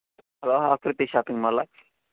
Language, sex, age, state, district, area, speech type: Telugu, male, 18-30, Andhra Pradesh, Bapatla, rural, conversation